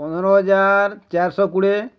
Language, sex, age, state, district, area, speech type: Odia, male, 45-60, Odisha, Bargarh, urban, spontaneous